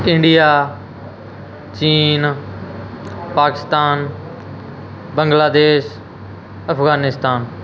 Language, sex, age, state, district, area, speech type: Punjabi, male, 18-30, Punjab, Mansa, urban, spontaneous